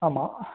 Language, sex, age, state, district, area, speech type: Tamil, male, 18-30, Tamil Nadu, Dharmapuri, rural, conversation